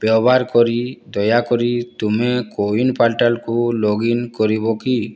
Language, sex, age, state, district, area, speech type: Odia, male, 18-30, Odisha, Boudh, rural, read